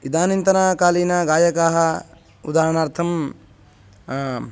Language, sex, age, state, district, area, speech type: Sanskrit, male, 18-30, Karnataka, Bangalore Rural, urban, spontaneous